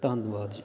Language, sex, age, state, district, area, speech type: Punjabi, male, 18-30, Punjab, Faridkot, rural, spontaneous